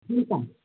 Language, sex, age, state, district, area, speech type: Sindhi, female, 60+, Uttar Pradesh, Lucknow, rural, conversation